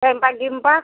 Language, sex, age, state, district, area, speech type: Marathi, female, 45-60, Maharashtra, Washim, rural, conversation